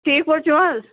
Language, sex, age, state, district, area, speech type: Kashmiri, female, 18-30, Jammu and Kashmir, Budgam, rural, conversation